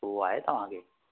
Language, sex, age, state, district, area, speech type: Sindhi, male, 30-45, Maharashtra, Thane, urban, conversation